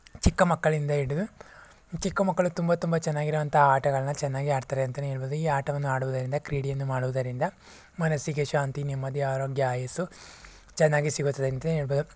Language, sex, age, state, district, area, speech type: Kannada, male, 18-30, Karnataka, Chikkaballapur, rural, spontaneous